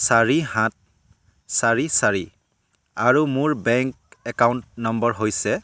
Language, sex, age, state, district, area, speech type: Assamese, male, 30-45, Assam, Sivasagar, rural, read